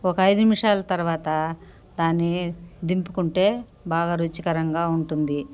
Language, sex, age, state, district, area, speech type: Telugu, female, 60+, Andhra Pradesh, Sri Balaji, urban, spontaneous